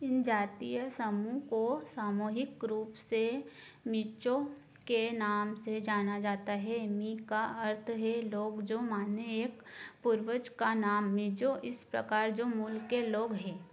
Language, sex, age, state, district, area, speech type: Hindi, female, 18-30, Madhya Pradesh, Ujjain, urban, read